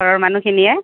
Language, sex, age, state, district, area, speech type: Assamese, female, 18-30, Assam, Goalpara, rural, conversation